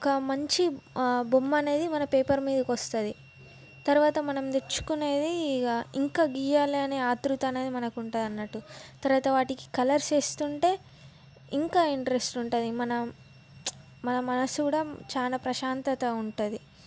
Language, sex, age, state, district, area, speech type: Telugu, female, 18-30, Telangana, Peddapalli, rural, spontaneous